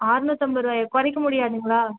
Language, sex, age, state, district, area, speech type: Tamil, female, 18-30, Tamil Nadu, Erode, rural, conversation